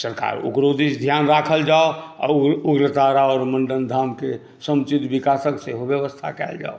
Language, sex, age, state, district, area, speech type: Maithili, male, 60+, Bihar, Saharsa, urban, spontaneous